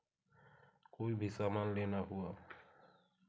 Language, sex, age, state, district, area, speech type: Hindi, male, 45-60, Uttar Pradesh, Jaunpur, urban, spontaneous